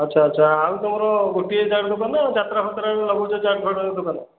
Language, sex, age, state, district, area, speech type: Odia, male, 30-45, Odisha, Khordha, rural, conversation